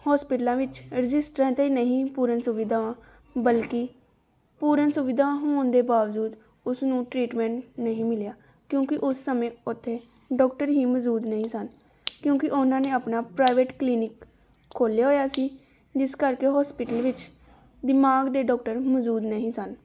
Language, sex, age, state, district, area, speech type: Punjabi, female, 18-30, Punjab, Gurdaspur, rural, spontaneous